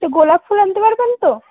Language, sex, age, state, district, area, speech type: Bengali, female, 18-30, West Bengal, Dakshin Dinajpur, urban, conversation